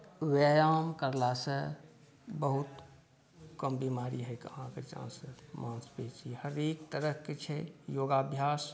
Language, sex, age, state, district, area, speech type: Maithili, male, 60+, Bihar, Saharsa, urban, spontaneous